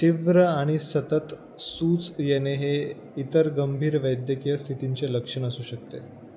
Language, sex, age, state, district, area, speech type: Marathi, male, 18-30, Maharashtra, Jalna, rural, read